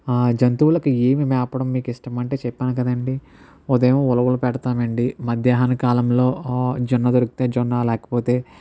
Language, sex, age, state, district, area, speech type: Telugu, male, 60+, Andhra Pradesh, Kakinada, rural, spontaneous